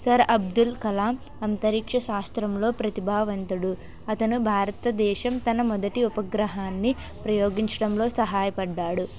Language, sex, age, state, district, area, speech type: Telugu, male, 45-60, Andhra Pradesh, West Godavari, rural, spontaneous